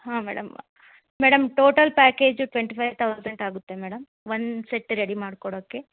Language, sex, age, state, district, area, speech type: Kannada, female, 30-45, Karnataka, Chitradurga, rural, conversation